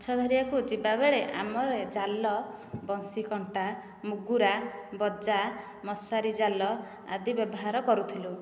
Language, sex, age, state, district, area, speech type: Odia, female, 30-45, Odisha, Nayagarh, rural, spontaneous